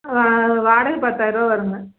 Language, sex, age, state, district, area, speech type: Tamil, female, 30-45, Tamil Nadu, Namakkal, rural, conversation